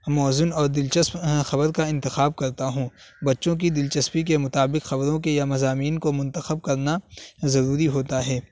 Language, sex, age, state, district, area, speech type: Urdu, male, 18-30, Uttar Pradesh, Saharanpur, urban, spontaneous